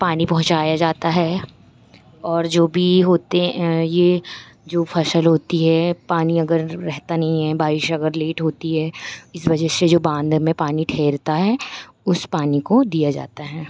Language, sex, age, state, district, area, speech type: Hindi, female, 18-30, Madhya Pradesh, Chhindwara, urban, spontaneous